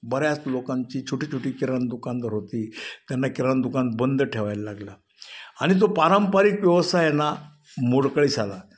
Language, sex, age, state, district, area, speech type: Marathi, male, 60+, Maharashtra, Ahmednagar, urban, spontaneous